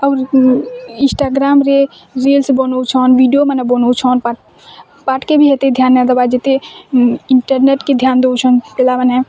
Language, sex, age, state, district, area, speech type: Odia, female, 18-30, Odisha, Bargarh, rural, spontaneous